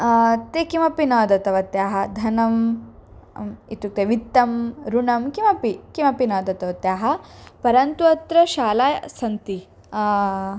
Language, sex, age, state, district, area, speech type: Sanskrit, female, 18-30, Karnataka, Dharwad, urban, spontaneous